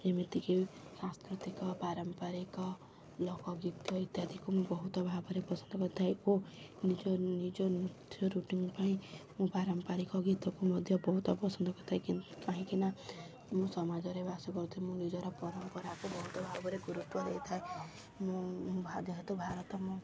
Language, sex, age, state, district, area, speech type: Odia, female, 18-30, Odisha, Subarnapur, urban, spontaneous